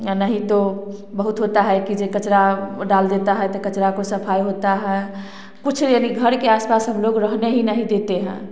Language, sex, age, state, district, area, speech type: Hindi, female, 30-45, Bihar, Samastipur, urban, spontaneous